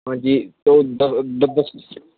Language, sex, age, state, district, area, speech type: Punjabi, male, 18-30, Punjab, Mohali, rural, conversation